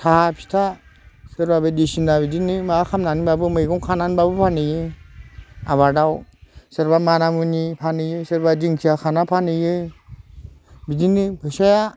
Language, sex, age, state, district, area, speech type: Bodo, male, 45-60, Assam, Udalguri, rural, spontaneous